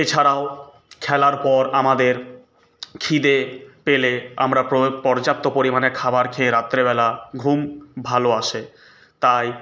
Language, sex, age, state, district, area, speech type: Bengali, male, 18-30, West Bengal, Purulia, urban, spontaneous